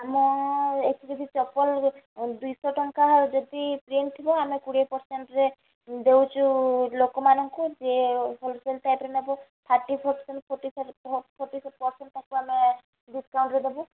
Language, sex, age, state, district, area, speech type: Odia, female, 30-45, Odisha, Sambalpur, rural, conversation